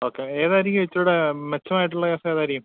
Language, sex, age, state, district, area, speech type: Malayalam, male, 30-45, Kerala, Idukki, rural, conversation